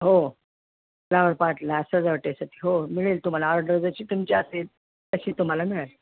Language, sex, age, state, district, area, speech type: Marathi, female, 60+, Maharashtra, Osmanabad, rural, conversation